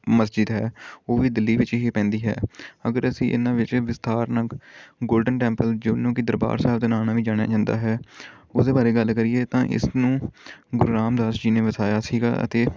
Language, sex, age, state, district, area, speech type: Punjabi, male, 18-30, Punjab, Amritsar, urban, spontaneous